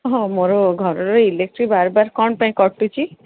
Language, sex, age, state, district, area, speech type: Odia, female, 45-60, Odisha, Sundergarh, rural, conversation